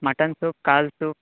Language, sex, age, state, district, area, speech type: Kannada, male, 18-30, Karnataka, Dakshina Kannada, rural, conversation